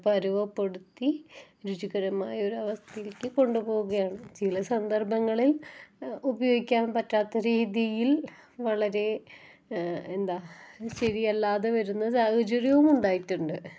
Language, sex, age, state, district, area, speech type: Malayalam, female, 30-45, Kerala, Ernakulam, rural, spontaneous